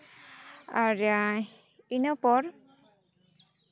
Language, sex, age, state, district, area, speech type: Santali, female, 18-30, West Bengal, Jhargram, rural, spontaneous